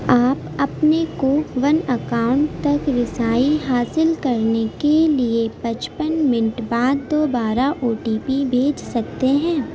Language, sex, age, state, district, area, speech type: Urdu, female, 18-30, Uttar Pradesh, Gautam Buddha Nagar, urban, read